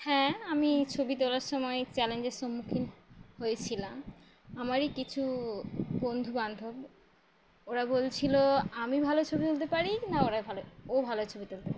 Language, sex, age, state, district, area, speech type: Bengali, female, 18-30, West Bengal, Uttar Dinajpur, urban, spontaneous